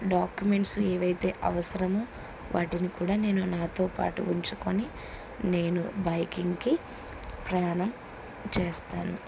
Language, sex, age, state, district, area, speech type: Telugu, female, 18-30, Andhra Pradesh, Kurnool, rural, spontaneous